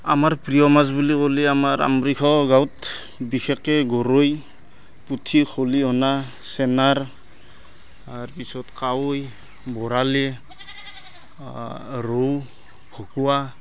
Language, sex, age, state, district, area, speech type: Assamese, male, 30-45, Assam, Barpeta, rural, spontaneous